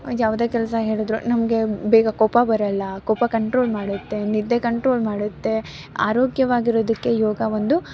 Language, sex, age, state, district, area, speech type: Kannada, female, 18-30, Karnataka, Mysore, rural, spontaneous